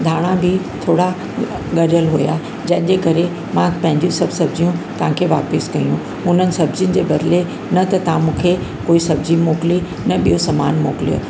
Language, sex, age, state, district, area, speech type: Sindhi, female, 60+, Uttar Pradesh, Lucknow, rural, spontaneous